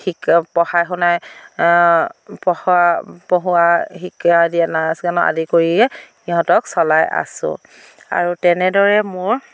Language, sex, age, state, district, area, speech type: Assamese, female, 45-60, Assam, Dhemaji, rural, spontaneous